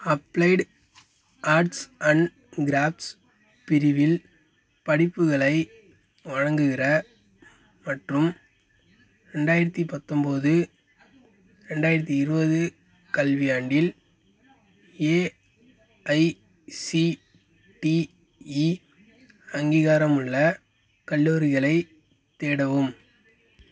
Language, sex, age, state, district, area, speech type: Tamil, male, 18-30, Tamil Nadu, Nagapattinam, rural, read